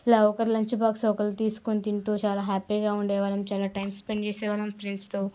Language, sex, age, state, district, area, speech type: Telugu, female, 18-30, Andhra Pradesh, Sri Balaji, rural, spontaneous